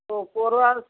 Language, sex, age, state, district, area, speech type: Hindi, female, 60+, Uttar Pradesh, Jaunpur, rural, conversation